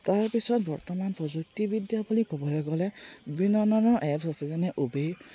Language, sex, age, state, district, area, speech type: Assamese, male, 18-30, Assam, Charaideo, rural, spontaneous